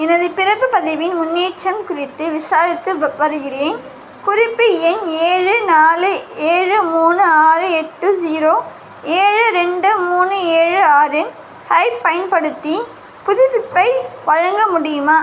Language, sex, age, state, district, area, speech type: Tamil, female, 18-30, Tamil Nadu, Vellore, urban, read